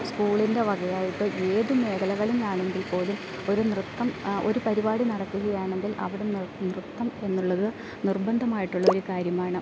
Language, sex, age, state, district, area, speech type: Malayalam, female, 30-45, Kerala, Idukki, rural, spontaneous